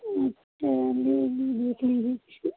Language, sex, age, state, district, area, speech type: Hindi, female, 30-45, Uttar Pradesh, Prayagraj, urban, conversation